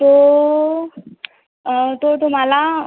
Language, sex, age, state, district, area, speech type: Marathi, female, 18-30, Maharashtra, Nagpur, urban, conversation